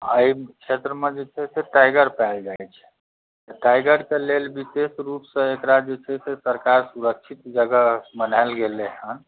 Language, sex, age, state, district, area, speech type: Maithili, male, 30-45, Bihar, Muzaffarpur, urban, conversation